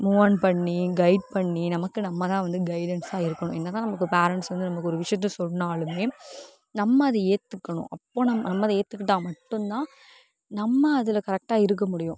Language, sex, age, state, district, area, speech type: Tamil, female, 18-30, Tamil Nadu, Sivaganga, rural, spontaneous